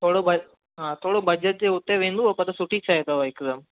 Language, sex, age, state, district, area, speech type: Sindhi, male, 18-30, Gujarat, Surat, urban, conversation